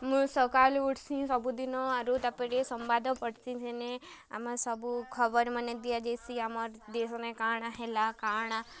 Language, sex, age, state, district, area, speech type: Odia, female, 18-30, Odisha, Kalahandi, rural, spontaneous